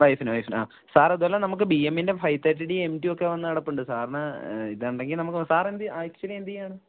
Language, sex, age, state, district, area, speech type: Malayalam, male, 18-30, Kerala, Kottayam, urban, conversation